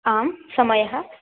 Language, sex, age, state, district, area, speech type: Sanskrit, female, 18-30, Maharashtra, Nagpur, urban, conversation